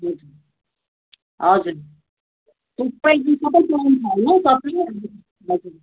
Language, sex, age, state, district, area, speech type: Nepali, female, 30-45, West Bengal, Darjeeling, rural, conversation